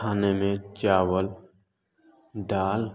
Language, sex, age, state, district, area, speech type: Hindi, male, 18-30, Bihar, Samastipur, rural, spontaneous